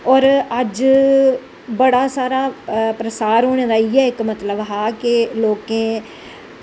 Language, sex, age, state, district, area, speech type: Dogri, female, 45-60, Jammu and Kashmir, Jammu, rural, spontaneous